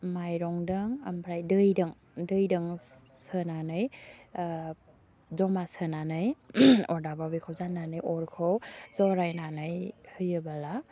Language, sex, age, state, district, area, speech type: Bodo, female, 18-30, Assam, Udalguri, urban, spontaneous